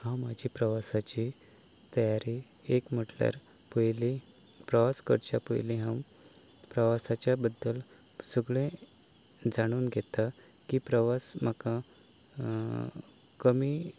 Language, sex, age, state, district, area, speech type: Goan Konkani, male, 18-30, Goa, Canacona, rural, spontaneous